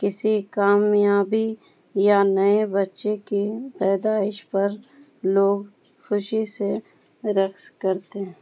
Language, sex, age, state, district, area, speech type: Urdu, female, 30-45, Bihar, Gaya, rural, spontaneous